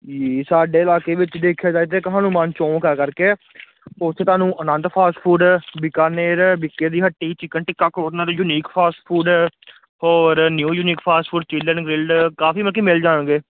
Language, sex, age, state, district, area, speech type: Punjabi, male, 18-30, Punjab, Gurdaspur, urban, conversation